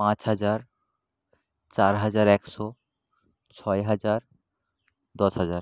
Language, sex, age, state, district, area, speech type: Bengali, male, 18-30, West Bengal, South 24 Parganas, rural, spontaneous